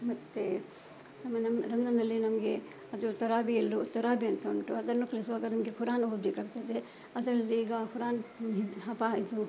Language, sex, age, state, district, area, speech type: Kannada, female, 60+, Karnataka, Udupi, rural, spontaneous